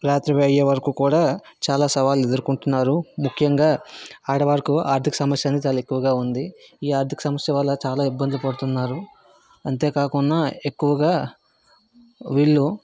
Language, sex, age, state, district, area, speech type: Telugu, male, 18-30, Andhra Pradesh, Vizianagaram, rural, spontaneous